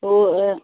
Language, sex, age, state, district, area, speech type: Marathi, female, 30-45, Maharashtra, Hingoli, urban, conversation